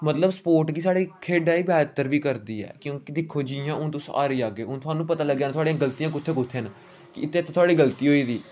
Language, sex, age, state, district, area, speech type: Dogri, male, 18-30, Jammu and Kashmir, Samba, rural, spontaneous